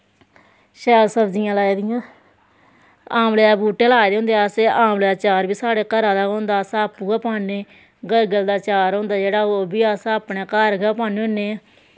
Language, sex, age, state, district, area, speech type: Dogri, female, 30-45, Jammu and Kashmir, Samba, rural, spontaneous